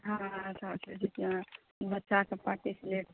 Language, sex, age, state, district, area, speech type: Maithili, female, 45-60, Bihar, Saharsa, rural, conversation